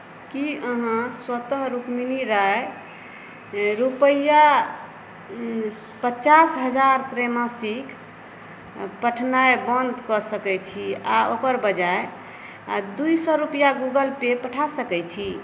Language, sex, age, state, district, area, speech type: Maithili, female, 30-45, Bihar, Madhepura, urban, read